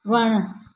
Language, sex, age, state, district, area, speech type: Sindhi, female, 60+, Maharashtra, Thane, urban, read